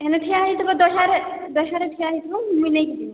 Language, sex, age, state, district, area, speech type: Odia, female, 60+, Odisha, Boudh, rural, conversation